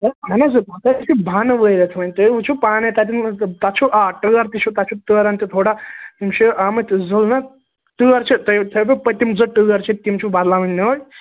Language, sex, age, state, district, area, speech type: Kashmiri, male, 18-30, Jammu and Kashmir, Srinagar, urban, conversation